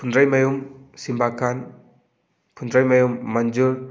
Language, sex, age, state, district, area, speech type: Manipuri, male, 18-30, Manipur, Thoubal, rural, spontaneous